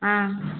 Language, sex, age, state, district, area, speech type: Tamil, female, 18-30, Tamil Nadu, Ariyalur, rural, conversation